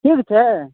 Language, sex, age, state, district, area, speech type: Maithili, male, 18-30, Bihar, Muzaffarpur, rural, conversation